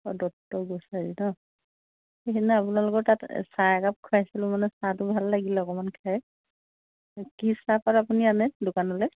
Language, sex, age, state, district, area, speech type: Assamese, female, 45-60, Assam, Dhemaji, rural, conversation